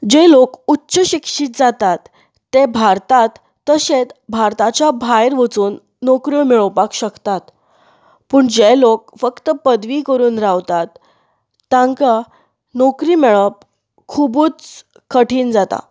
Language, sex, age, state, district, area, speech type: Goan Konkani, female, 30-45, Goa, Bardez, rural, spontaneous